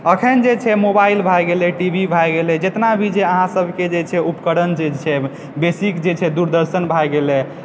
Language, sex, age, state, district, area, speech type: Maithili, male, 18-30, Bihar, Purnia, urban, spontaneous